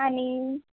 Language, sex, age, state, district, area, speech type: Marathi, female, 18-30, Maharashtra, Nagpur, urban, conversation